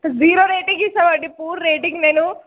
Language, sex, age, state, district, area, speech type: Telugu, female, 18-30, Telangana, Nirmal, rural, conversation